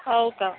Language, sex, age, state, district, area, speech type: Marathi, female, 18-30, Maharashtra, Yavatmal, rural, conversation